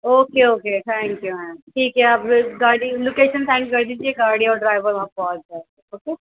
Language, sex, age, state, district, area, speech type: Urdu, female, 18-30, Uttar Pradesh, Gautam Buddha Nagar, rural, conversation